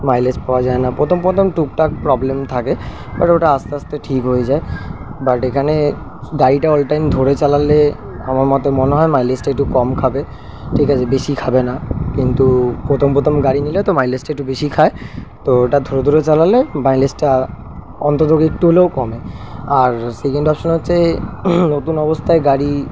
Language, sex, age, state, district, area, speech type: Bengali, male, 30-45, West Bengal, Kolkata, urban, spontaneous